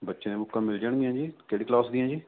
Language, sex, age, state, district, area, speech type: Punjabi, male, 30-45, Punjab, Barnala, rural, conversation